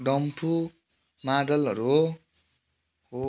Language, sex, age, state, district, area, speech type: Nepali, male, 18-30, West Bengal, Kalimpong, rural, spontaneous